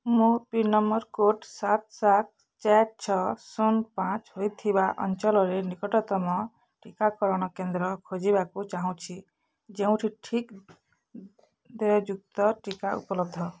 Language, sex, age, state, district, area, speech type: Odia, female, 45-60, Odisha, Bargarh, urban, read